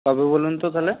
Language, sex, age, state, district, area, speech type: Bengali, male, 60+, West Bengal, Purba Medinipur, rural, conversation